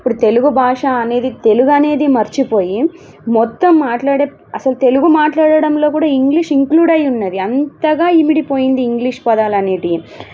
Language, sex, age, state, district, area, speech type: Telugu, female, 30-45, Telangana, Warangal, urban, spontaneous